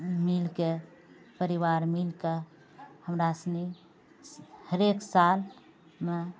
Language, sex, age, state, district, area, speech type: Maithili, female, 45-60, Bihar, Purnia, rural, spontaneous